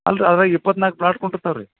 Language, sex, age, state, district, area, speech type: Kannada, male, 45-60, Karnataka, Dharwad, rural, conversation